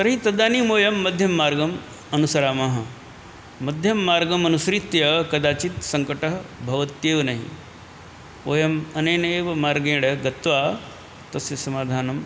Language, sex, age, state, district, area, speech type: Sanskrit, male, 60+, Uttar Pradesh, Ghazipur, urban, spontaneous